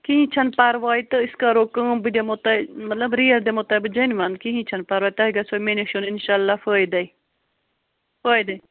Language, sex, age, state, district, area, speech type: Kashmiri, female, 30-45, Jammu and Kashmir, Bandipora, rural, conversation